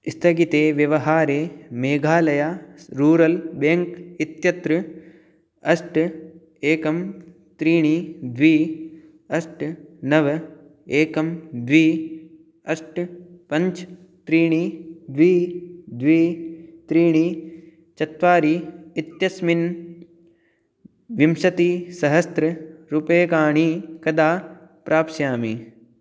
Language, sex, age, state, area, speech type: Sanskrit, male, 18-30, Rajasthan, rural, read